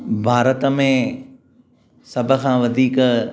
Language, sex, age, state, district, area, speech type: Sindhi, male, 45-60, Maharashtra, Mumbai Suburban, urban, spontaneous